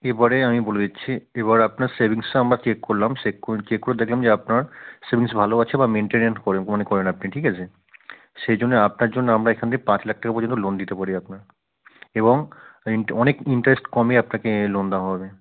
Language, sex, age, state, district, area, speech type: Bengali, male, 45-60, West Bengal, South 24 Parganas, rural, conversation